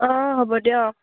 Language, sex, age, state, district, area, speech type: Assamese, female, 18-30, Assam, Barpeta, rural, conversation